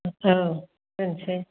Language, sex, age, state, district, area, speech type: Bodo, female, 45-60, Assam, Kokrajhar, rural, conversation